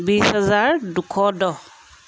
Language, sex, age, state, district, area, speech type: Assamese, female, 30-45, Assam, Jorhat, urban, spontaneous